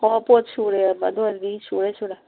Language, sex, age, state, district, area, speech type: Manipuri, female, 60+, Manipur, Kangpokpi, urban, conversation